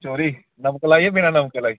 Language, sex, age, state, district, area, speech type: Dogri, male, 30-45, Jammu and Kashmir, Samba, urban, conversation